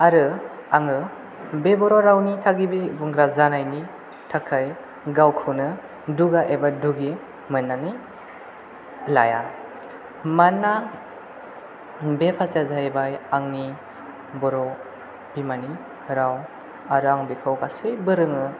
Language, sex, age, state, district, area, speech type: Bodo, male, 18-30, Assam, Chirang, rural, spontaneous